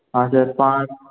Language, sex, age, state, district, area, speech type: Hindi, male, 18-30, Rajasthan, Jodhpur, urban, conversation